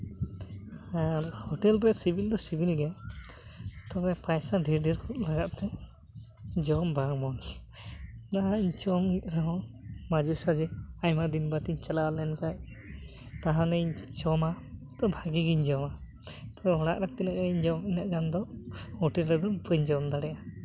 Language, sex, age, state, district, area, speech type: Santali, male, 18-30, West Bengal, Uttar Dinajpur, rural, spontaneous